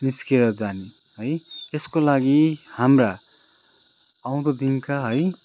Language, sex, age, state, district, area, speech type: Nepali, male, 30-45, West Bengal, Kalimpong, rural, spontaneous